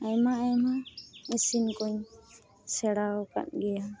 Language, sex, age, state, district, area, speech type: Santali, female, 30-45, West Bengal, Paschim Bardhaman, urban, spontaneous